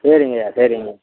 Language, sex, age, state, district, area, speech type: Tamil, male, 60+, Tamil Nadu, Pudukkottai, rural, conversation